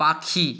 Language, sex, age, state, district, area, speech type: Bengali, male, 45-60, West Bengal, Nadia, rural, read